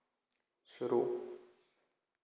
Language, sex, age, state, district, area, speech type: Hindi, male, 18-30, Rajasthan, Bharatpur, rural, read